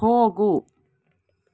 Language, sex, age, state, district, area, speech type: Kannada, female, 45-60, Karnataka, Shimoga, urban, read